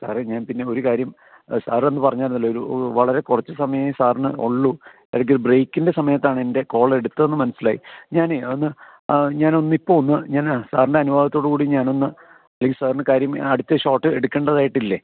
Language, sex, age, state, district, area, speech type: Malayalam, male, 45-60, Kerala, Kottayam, urban, conversation